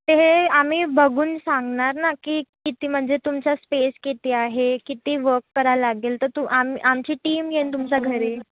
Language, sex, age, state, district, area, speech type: Marathi, female, 30-45, Maharashtra, Nagpur, urban, conversation